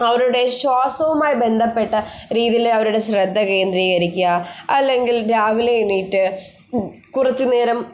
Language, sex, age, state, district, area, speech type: Malayalam, female, 18-30, Kerala, Thiruvananthapuram, rural, spontaneous